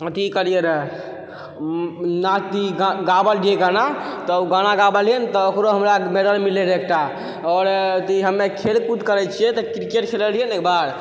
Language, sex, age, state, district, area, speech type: Maithili, male, 18-30, Bihar, Purnia, rural, spontaneous